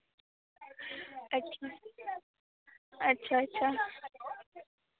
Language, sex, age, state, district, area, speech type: Dogri, female, 18-30, Jammu and Kashmir, Samba, rural, conversation